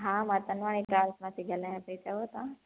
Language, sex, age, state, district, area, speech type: Sindhi, female, 18-30, Gujarat, Junagadh, rural, conversation